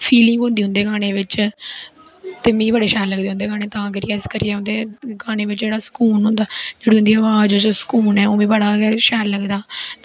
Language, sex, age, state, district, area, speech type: Dogri, female, 18-30, Jammu and Kashmir, Kathua, rural, spontaneous